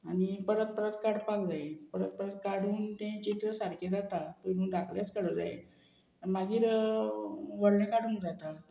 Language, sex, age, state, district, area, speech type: Goan Konkani, female, 45-60, Goa, Murmgao, rural, spontaneous